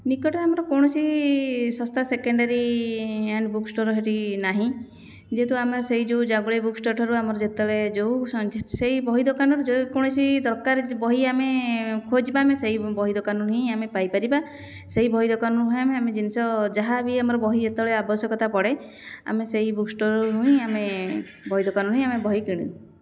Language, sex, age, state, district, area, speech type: Odia, female, 30-45, Odisha, Jajpur, rural, spontaneous